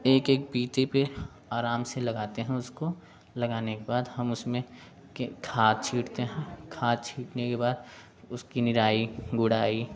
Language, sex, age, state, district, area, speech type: Hindi, male, 18-30, Uttar Pradesh, Prayagraj, urban, spontaneous